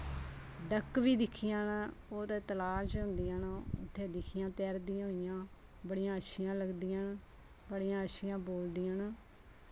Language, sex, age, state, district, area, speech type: Dogri, female, 45-60, Jammu and Kashmir, Kathua, rural, spontaneous